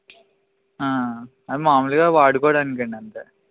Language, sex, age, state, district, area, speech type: Telugu, male, 18-30, Andhra Pradesh, Eluru, rural, conversation